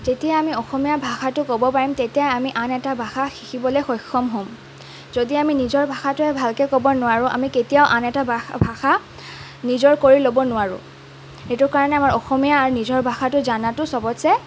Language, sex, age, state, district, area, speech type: Assamese, female, 18-30, Assam, Sonitpur, rural, spontaneous